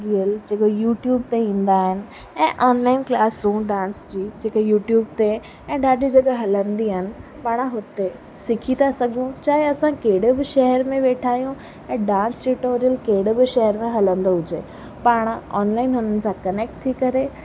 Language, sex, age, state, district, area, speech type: Sindhi, female, 18-30, Rajasthan, Ajmer, urban, spontaneous